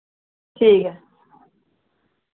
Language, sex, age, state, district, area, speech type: Dogri, female, 18-30, Jammu and Kashmir, Reasi, rural, conversation